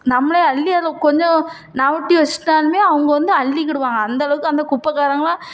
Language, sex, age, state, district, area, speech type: Tamil, female, 30-45, Tamil Nadu, Thoothukudi, urban, spontaneous